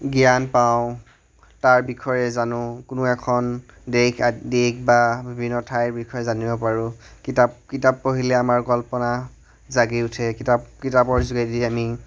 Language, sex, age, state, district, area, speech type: Assamese, male, 30-45, Assam, Majuli, urban, spontaneous